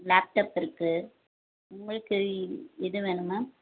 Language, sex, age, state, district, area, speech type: Tamil, female, 18-30, Tamil Nadu, Madurai, urban, conversation